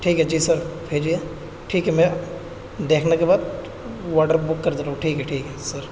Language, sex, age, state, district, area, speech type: Urdu, male, 18-30, Delhi, North West Delhi, urban, spontaneous